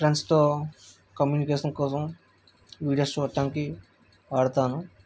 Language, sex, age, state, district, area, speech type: Telugu, male, 18-30, Andhra Pradesh, Visakhapatnam, rural, spontaneous